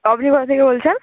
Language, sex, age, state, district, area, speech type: Bengali, female, 30-45, West Bengal, Purba Medinipur, rural, conversation